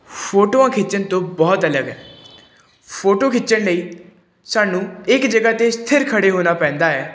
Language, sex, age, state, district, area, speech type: Punjabi, male, 18-30, Punjab, Pathankot, urban, spontaneous